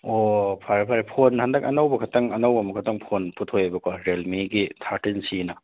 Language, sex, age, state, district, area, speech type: Manipuri, male, 18-30, Manipur, Churachandpur, rural, conversation